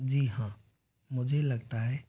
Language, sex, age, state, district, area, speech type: Hindi, male, 18-30, Rajasthan, Jodhpur, rural, spontaneous